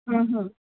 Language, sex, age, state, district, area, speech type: Marathi, female, 30-45, Maharashtra, Thane, urban, conversation